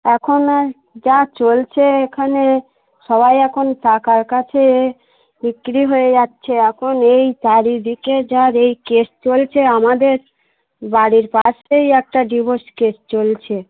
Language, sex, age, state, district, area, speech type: Bengali, female, 30-45, West Bengal, Darjeeling, urban, conversation